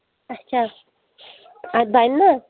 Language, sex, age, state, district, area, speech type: Kashmiri, female, 30-45, Jammu and Kashmir, Anantnag, rural, conversation